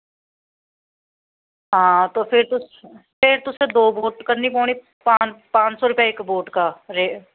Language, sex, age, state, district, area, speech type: Dogri, female, 30-45, Jammu and Kashmir, Samba, rural, conversation